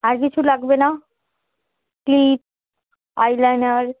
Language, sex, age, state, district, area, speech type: Bengali, female, 18-30, West Bengal, South 24 Parganas, rural, conversation